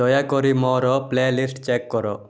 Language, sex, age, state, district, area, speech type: Odia, male, 18-30, Odisha, Rayagada, urban, read